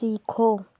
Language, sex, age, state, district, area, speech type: Hindi, female, 18-30, Uttar Pradesh, Jaunpur, urban, read